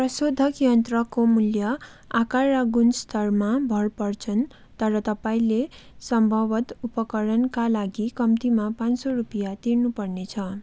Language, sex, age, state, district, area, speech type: Nepali, female, 18-30, West Bengal, Darjeeling, rural, read